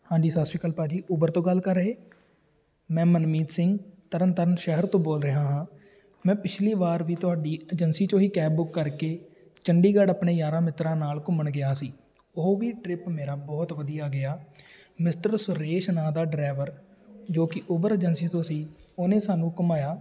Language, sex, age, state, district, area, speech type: Punjabi, male, 18-30, Punjab, Tarn Taran, urban, spontaneous